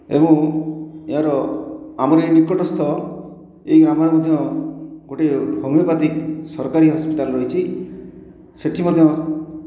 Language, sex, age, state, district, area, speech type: Odia, male, 60+, Odisha, Khordha, rural, spontaneous